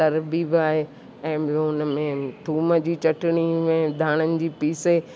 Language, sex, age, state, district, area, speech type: Sindhi, female, 60+, Rajasthan, Ajmer, urban, spontaneous